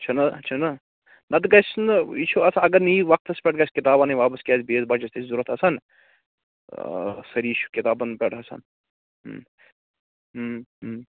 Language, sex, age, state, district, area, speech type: Kashmiri, male, 30-45, Jammu and Kashmir, Baramulla, rural, conversation